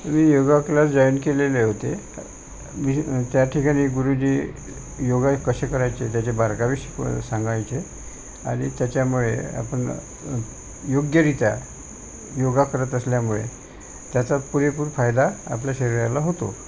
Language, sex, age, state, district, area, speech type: Marathi, male, 60+, Maharashtra, Wardha, urban, spontaneous